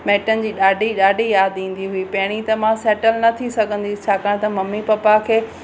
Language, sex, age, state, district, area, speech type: Sindhi, female, 45-60, Maharashtra, Pune, urban, spontaneous